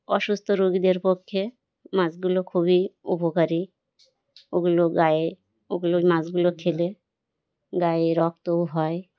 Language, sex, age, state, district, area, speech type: Bengali, female, 30-45, West Bengal, Birbhum, urban, spontaneous